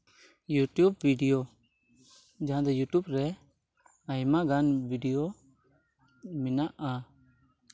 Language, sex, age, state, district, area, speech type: Santali, male, 18-30, Jharkhand, East Singhbhum, rural, spontaneous